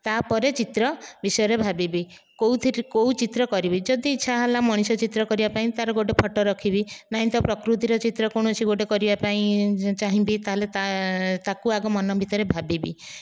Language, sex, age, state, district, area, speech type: Odia, female, 45-60, Odisha, Dhenkanal, rural, spontaneous